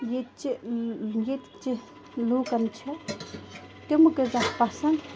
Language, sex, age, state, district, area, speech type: Kashmiri, female, 45-60, Jammu and Kashmir, Bandipora, rural, spontaneous